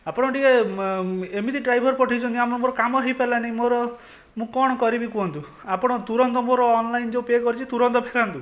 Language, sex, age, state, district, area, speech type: Odia, male, 18-30, Odisha, Jajpur, rural, spontaneous